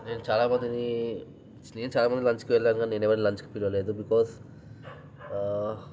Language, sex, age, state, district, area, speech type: Telugu, male, 18-30, Telangana, Vikarabad, urban, spontaneous